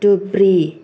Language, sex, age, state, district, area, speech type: Bodo, female, 30-45, Assam, Kokrajhar, urban, spontaneous